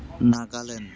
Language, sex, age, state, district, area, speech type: Assamese, male, 18-30, Assam, Kamrup Metropolitan, urban, spontaneous